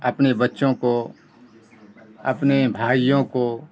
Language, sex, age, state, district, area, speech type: Urdu, male, 60+, Bihar, Khagaria, rural, spontaneous